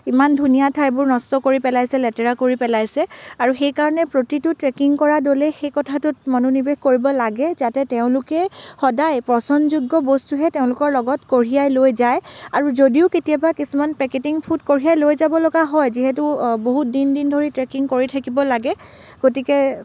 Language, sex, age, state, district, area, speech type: Assamese, female, 18-30, Assam, Dibrugarh, rural, spontaneous